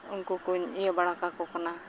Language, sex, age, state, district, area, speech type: Santali, female, 30-45, West Bengal, Uttar Dinajpur, rural, spontaneous